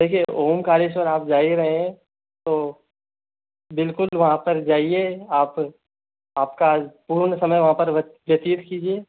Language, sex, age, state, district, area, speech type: Hindi, male, 30-45, Rajasthan, Jaipur, urban, conversation